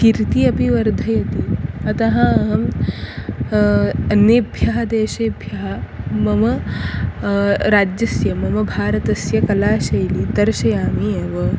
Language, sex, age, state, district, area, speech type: Sanskrit, female, 18-30, Maharashtra, Nagpur, urban, spontaneous